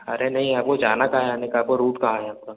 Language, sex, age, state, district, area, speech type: Hindi, male, 18-30, Madhya Pradesh, Balaghat, rural, conversation